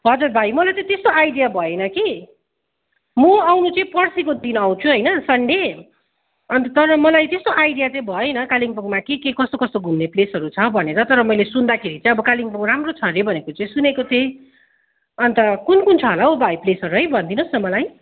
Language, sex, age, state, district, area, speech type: Nepali, female, 30-45, West Bengal, Kalimpong, rural, conversation